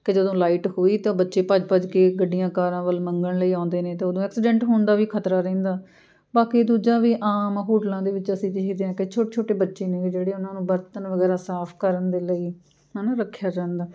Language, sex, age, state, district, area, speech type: Punjabi, female, 30-45, Punjab, Amritsar, urban, spontaneous